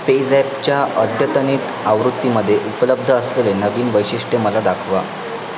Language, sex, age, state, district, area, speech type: Marathi, male, 18-30, Maharashtra, Sindhudurg, rural, read